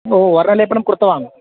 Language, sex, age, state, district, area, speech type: Sanskrit, male, 30-45, Karnataka, Vijayapura, urban, conversation